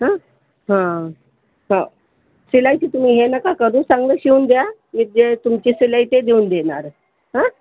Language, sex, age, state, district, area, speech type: Marathi, female, 45-60, Maharashtra, Buldhana, rural, conversation